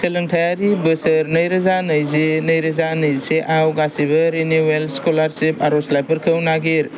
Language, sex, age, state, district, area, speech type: Bodo, male, 18-30, Assam, Kokrajhar, urban, read